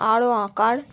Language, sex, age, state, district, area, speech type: Bengali, female, 30-45, West Bengal, Cooch Behar, urban, spontaneous